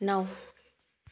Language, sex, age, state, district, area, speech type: Nepali, female, 45-60, West Bengal, Kalimpong, rural, read